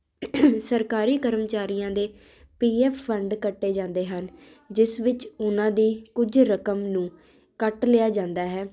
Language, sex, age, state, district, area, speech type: Punjabi, female, 18-30, Punjab, Ludhiana, urban, spontaneous